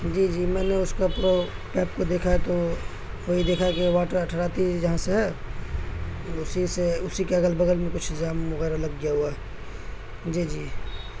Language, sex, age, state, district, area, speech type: Urdu, male, 18-30, Bihar, Madhubani, rural, spontaneous